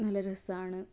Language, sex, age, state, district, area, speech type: Malayalam, female, 18-30, Kerala, Kasaragod, rural, spontaneous